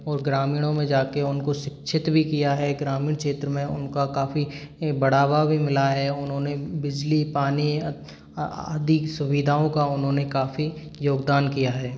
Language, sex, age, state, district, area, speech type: Hindi, male, 45-60, Rajasthan, Karauli, rural, spontaneous